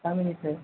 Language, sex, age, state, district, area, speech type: Bodo, male, 18-30, Assam, Kokrajhar, rural, conversation